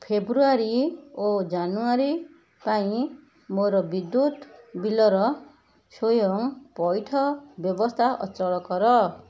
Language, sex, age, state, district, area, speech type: Odia, female, 60+, Odisha, Kendujhar, urban, read